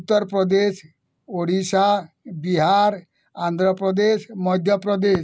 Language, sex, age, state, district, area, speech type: Odia, male, 60+, Odisha, Bargarh, urban, spontaneous